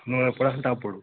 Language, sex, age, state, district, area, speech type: Telugu, male, 18-30, Telangana, Mahbubnagar, urban, conversation